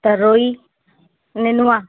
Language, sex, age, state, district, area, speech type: Hindi, female, 60+, Uttar Pradesh, Sitapur, rural, conversation